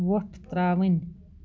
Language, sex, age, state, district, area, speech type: Kashmiri, female, 45-60, Jammu and Kashmir, Kupwara, urban, read